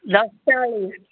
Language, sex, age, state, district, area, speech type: Odia, female, 45-60, Odisha, Sundergarh, urban, conversation